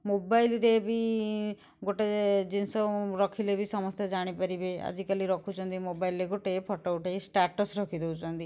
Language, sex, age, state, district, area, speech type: Odia, female, 30-45, Odisha, Kendujhar, urban, spontaneous